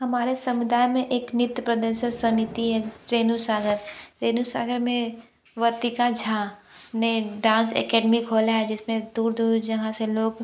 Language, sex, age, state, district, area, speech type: Hindi, female, 30-45, Uttar Pradesh, Sonbhadra, rural, spontaneous